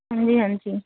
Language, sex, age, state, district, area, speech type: Punjabi, female, 30-45, Punjab, Muktsar, urban, conversation